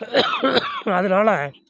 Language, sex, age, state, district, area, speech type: Tamil, male, 60+, Tamil Nadu, Namakkal, rural, spontaneous